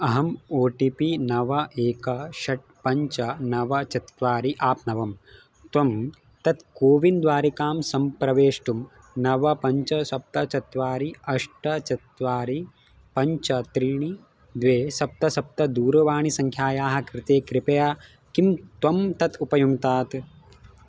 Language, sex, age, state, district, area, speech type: Sanskrit, male, 18-30, Gujarat, Surat, urban, read